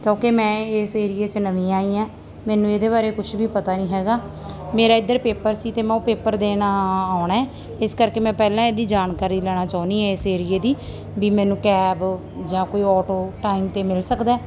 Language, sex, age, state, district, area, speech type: Punjabi, female, 30-45, Punjab, Mansa, rural, spontaneous